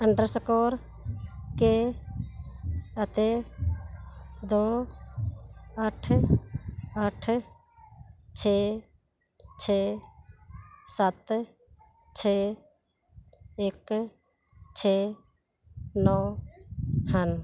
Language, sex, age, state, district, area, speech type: Punjabi, female, 45-60, Punjab, Muktsar, urban, read